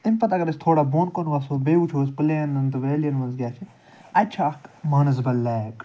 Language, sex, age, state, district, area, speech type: Kashmiri, male, 45-60, Jammu and Kashmir, Ganderbal, urban, spontaneous